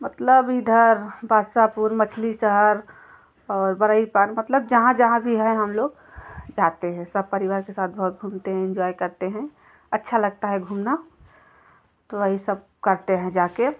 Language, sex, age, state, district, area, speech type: Hindi, female, 30-45, Uttar Pradesh, Jaunpur, urban, spontaneous